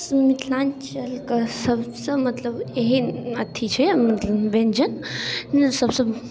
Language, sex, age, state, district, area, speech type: Maithili, female, 18-30, Bihar, Darbhanga, rural, spontaneous